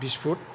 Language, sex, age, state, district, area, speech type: Bodo, male, 60+, Assam, Chirang, rural, spontaneous